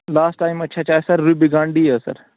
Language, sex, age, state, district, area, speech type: Kashmiri, male, 18-30, Jammu and Kashmir, Bandipora, rural, conversation